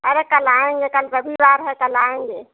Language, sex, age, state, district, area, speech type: Hindi, female, 45-60, Uttar Pradesh, Ayodhya, rural, conversation